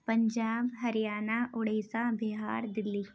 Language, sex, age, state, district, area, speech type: Urdu, female, 18-30, Uttar Pradesh, Ghaziabad, urban, spontaneous